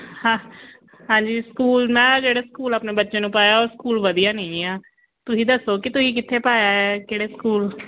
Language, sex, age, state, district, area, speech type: Punjabi, female, 30-45, Punjab, Pathankot, rural, conversation